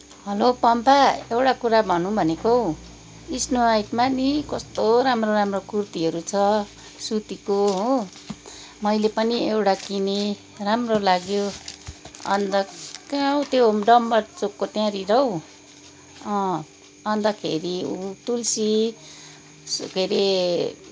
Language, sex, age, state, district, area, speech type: Nepali, female, 45-60, West Bengal, Kalimpong, rural, spontaneous